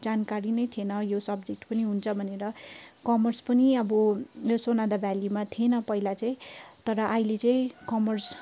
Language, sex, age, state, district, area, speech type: Nepali, female, 18-30, West Bengal, Darjeeling, rural, spontaneous